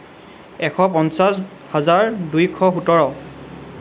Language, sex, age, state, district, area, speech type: Assamese, male, 18-30, Assam, Lakhimpur, rural, read